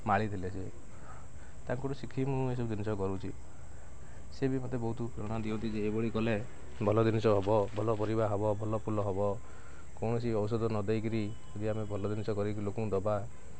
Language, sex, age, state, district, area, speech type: Odia, male, 45-60, Odisha, Kendrapara, urban, spontaneous